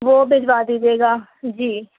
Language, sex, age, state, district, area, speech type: Urdu, female, 45-60, Uttar Pradesh, Gautam Buddha Nagar, urban, conversation